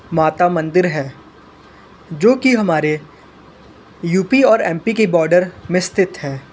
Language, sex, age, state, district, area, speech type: Hindi, male, 18-30, Uttar Pradesh, Sonbhadra, rural, spontaneous